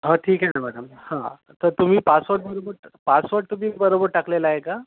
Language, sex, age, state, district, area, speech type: Marathi, male, 30-45, Maharashtra, Nagpur, urban, conversation